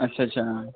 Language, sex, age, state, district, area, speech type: Dogri, male, 18-30, Jammu and Kashmir, Kathua, rural, conversation